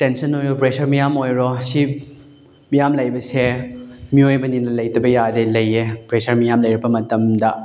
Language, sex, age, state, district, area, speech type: Manipuri, male, 18-30, Manipur, Chandel, rural, spontaneous